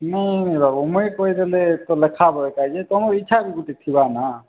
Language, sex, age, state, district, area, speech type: Odia, male, 18-30, Odisha, Kalahandi, rural, conversation